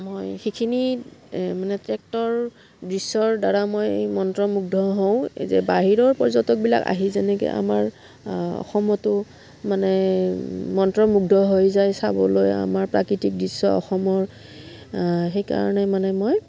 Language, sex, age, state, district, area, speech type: Assamese, female, 45-60, Assam, Udalguri, rural, spontaneous